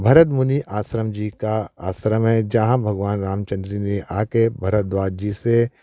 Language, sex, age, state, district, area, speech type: Hindi, male, 45-60, Uttar Pradesh, Prayagraj, urban, spontaneous